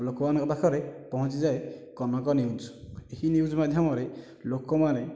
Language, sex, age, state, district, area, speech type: Odia, male, 18-30, Odisha, Nayagarh, rural, spontaneous